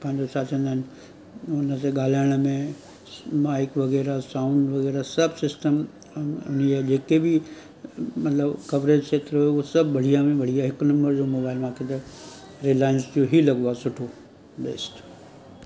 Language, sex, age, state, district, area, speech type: Sindhi, male, 45-60, Gujarat, Surat, urban, spontaneous